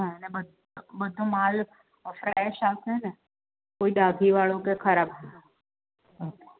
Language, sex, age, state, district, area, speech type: Gujarati, female, 30-45, Gujarat, Surat, urban, conversation